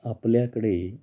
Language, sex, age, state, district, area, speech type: Marathi, male, 45-60, Maharashtra, Nashik, urban, spontaneous